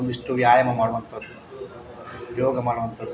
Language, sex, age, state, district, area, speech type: Kannada, male, 45-60, Karnataka, Dakshina Kannada, rural, spontaneous